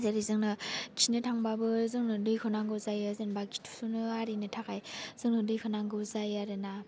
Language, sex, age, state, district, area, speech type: Bodo, female, 18-30, Assam, Baksa, rural, spontaneous